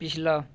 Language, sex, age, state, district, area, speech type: Dogri, male, 18-30, Jammu and Kashmir, Reasi, rural, read